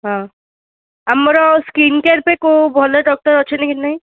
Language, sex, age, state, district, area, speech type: Odia, female, 18-30, Odisha, Rayagada, rural, conversation